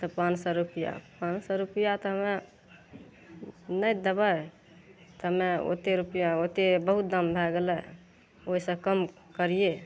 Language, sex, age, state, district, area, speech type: Maithili, female, 45-60, Bihar, Madhepura, rural, spontaneous